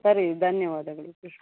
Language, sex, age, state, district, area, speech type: Kannada, female, 30-45, Karnataka, Chikkaballapur, urban, conversation